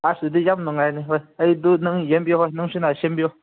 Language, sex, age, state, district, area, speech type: Manipuri, male, 18-30, Manipur, Senapati, rural, conversation